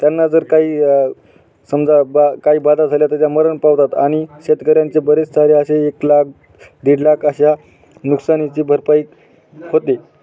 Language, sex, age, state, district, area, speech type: Marathi, male, 30-45, Maharashtra, Hingoli, urban, spontaneous